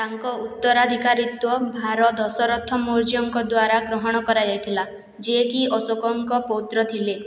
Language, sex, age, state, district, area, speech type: Odia, female, 18-30, Odisha, Boudh, rural, read